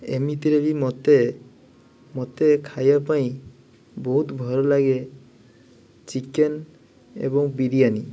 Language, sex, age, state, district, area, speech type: Odia, male, 30-45, Odisha, Balasore, rural, spontaneous